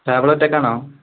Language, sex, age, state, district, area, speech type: Malayalam, male, 18-30, Kerala, Kozhikode, rural, conversation